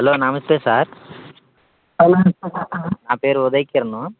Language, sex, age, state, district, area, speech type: Telugu, male, 18-30, Telangana, Khammam, rural, conversation